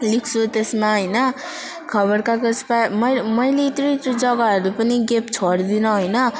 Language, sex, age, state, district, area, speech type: Nepali, female, 18-30, West Bengal, Alipurduar, urban, spontaneous